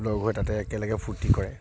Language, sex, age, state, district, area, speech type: Assamese, male, 45-60, Assam, Kamrup Metropolitan, urban, spontaneous